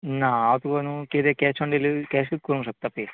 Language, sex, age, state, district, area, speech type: Goan Konkani, male, 18-30, Goa, Bardez, urban, conversation